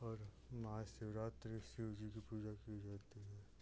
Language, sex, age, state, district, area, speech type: Hindi, male, 30-45, Uttar Pradesh, Ghazipur, rural, spontaneous